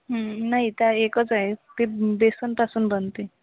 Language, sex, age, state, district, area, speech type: Marathi, female, 30-45, Maharashtra, Amravati, rural, conversation